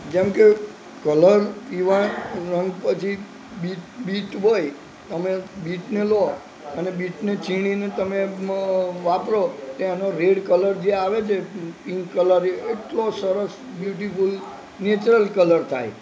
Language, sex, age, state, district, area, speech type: Gujarati, male, 60+, Gujarat, Narmada, urban, spontaneous